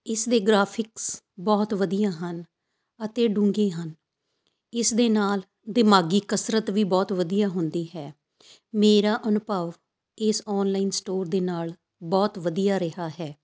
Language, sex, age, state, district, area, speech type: Punjabi, female, 45-60, Punjab, Fazilka, rural, spontaneous